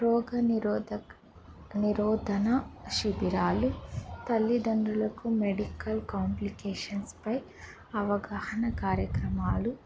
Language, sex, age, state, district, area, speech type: Telugu, female, 18-30, Telangana, Mahabubabad, rural, spontaneous